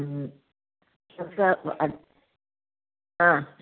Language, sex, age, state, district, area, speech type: Malayalam, female, 60+, Kerala, Kozhikode, rural, conversation